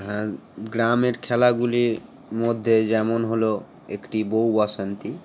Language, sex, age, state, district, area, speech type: Bengali, male, 18-30, West Bengal, Howrah, urban, spontaneous